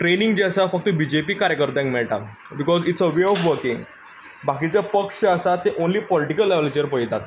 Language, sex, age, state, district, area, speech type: Goan Konkani, male, 18-30, Goa, Quepem, rural, spontaneous